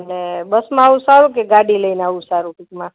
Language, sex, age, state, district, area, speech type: Gujarati, female, 45-60, Gujarat, Junagadh, rural, conversation